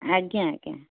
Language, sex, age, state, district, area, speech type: Odia, female, 60+, Odisha, Gajapati, rural, conversation